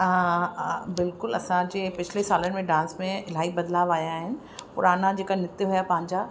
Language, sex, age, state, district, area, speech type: Sindhi, female, 30-45, Uttar Pradesh, Lucknow, urban, spontaneous